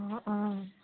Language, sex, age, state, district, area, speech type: Assamese, female, 30-45, Assam, Sivasagar, rural, conversation